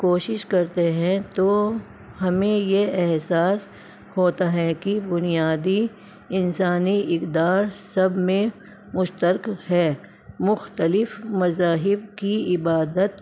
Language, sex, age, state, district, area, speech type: Urdu, female, 60+, Delhi, Central Delhi, urban, spontaneous